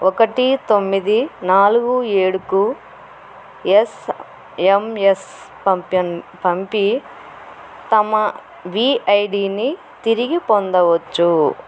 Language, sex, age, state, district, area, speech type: Telugu, female, 45-60, Andhra Pradesh, Kurnool, urban, spontaneous